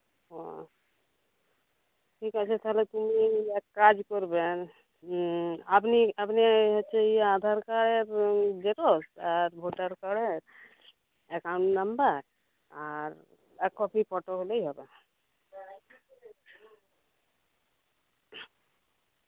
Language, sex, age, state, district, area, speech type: Bengali, female, 30-45, West Bengal, Uttar Dinajpur, urban, conversation